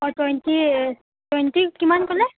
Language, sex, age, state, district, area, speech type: Assamese, female, 30-45, Assam, Charaideo, urban, conversation